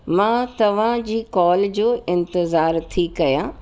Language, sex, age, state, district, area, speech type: Sindhi, female, 45-60, Delhi, South Delhi, urban, spontaneous